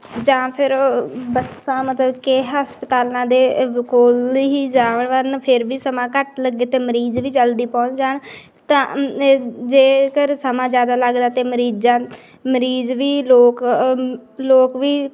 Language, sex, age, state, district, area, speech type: Punjabi, female, 18-30, Punjab, Bathinda, rural, spontaneous